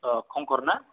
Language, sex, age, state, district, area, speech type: Bodo, male, 18-30, Assam, Chirang, rural, conversation